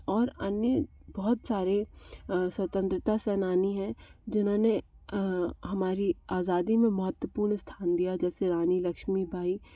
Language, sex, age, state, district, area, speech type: Hindi, female, 60+, Madhya Pradesh, Bhopal, urban, spontaneous